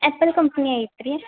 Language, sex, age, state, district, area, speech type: Kannada, female, 18-30, Karnataka, Belgaum, rural, conversation